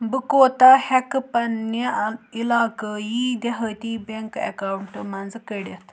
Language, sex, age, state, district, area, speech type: Kashmiri, female, 18-30, Jammu and Kashmir, Budgam, rural, read